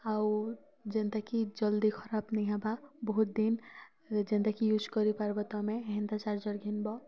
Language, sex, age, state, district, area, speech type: Odia, female, 18-30, Odisha, Kalahandi, rural, spontaneous